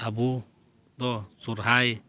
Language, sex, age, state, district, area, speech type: Santali, male, 30-45, West Bengal, Paschim Bardhaman, rural, spontaneous